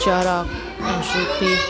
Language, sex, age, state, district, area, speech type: Gujarati, female, 30-45, Gujarat, Narmada, urban, spontaneous